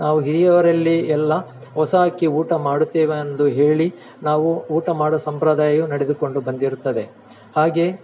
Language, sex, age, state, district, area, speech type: Kannada, male, 45-60, Karnataka, Dakshina Kannada, rural, spontaneous